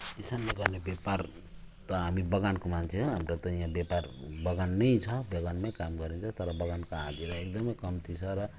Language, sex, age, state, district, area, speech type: Nepali, male, 45-60, West Bengal, Jalpaiguri, rural, spontaneous